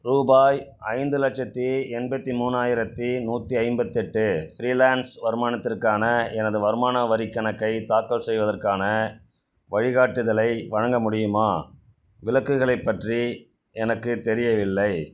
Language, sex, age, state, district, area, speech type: Tamil, male, 60+, Tamil Nadu, Ariyalur, rural, read